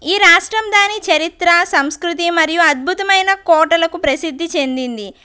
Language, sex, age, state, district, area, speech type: Telugu, female, 30-45, Andhra Pradesh, West Godavari, rural, spontaneous